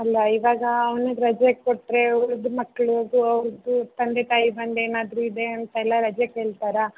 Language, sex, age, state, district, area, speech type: Kannada, female, 30-45, Karnataka, Uttara Kannada, rural, conversation